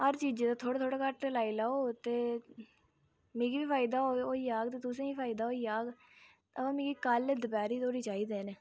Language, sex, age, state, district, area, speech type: Dogri, female, 30-45, Jammu and Kashmir, Reasi, rural, spontaneous